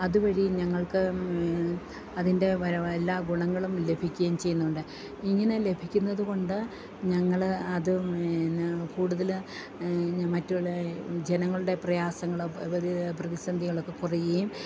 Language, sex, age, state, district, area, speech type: Malayalam, female, 45-60, Kerala, Idukki, rural, spontaneous